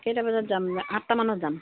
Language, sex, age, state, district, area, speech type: Assamese, female, 45-60, Assam, Dibrugarh, rural, conversation